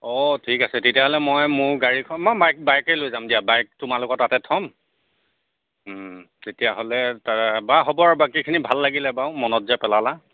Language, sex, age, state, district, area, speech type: Assamese, male, 60+, Assam, Nagaon, rural, conversation